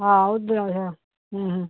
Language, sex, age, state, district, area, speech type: Punjabi, female, 45-60, Punjab, Hoshiarpur, urban, conversation